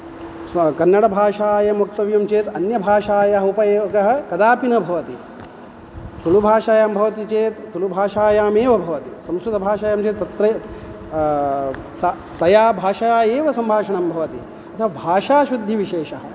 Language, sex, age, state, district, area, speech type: Sanskrit, male, 45-60, Karnataka, Udupi, urban, spontaneous